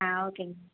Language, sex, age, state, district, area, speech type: Tamil, female, 18-30, Tamil Nadu, Madurai, urban, conversation